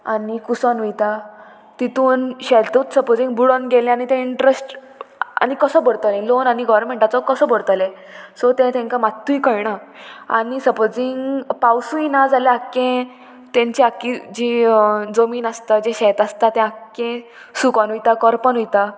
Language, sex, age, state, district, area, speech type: Goan Konkani, female, 18-30, Goa, Murmgao, urban, spontaneous